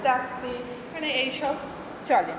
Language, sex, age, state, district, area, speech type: Bengali, female, 60+, West Bengal, Purba Bardhaman, urban, spontaneous